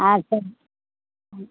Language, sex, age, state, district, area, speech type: Tamil, female, 60+, Tamil Nadu, Pudukkottai, rural, conversation